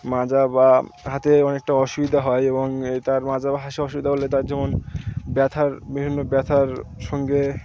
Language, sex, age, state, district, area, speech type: Bengali, male, 18-30, West Bengal, Birbhum, urban, spontaneous